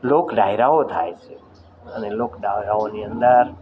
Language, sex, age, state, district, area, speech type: Gujarati, male, 60+, Gujarat, Rajkot, urban, spontaneous